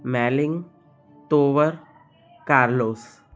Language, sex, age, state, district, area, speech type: Sindhi, male, 18-30, Gujarat, Kutch, urban, spontaneous